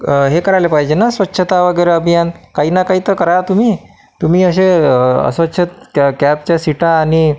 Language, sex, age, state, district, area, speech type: Marathi, male, 45-60, Maharashtra, Akola, urban, spontaneous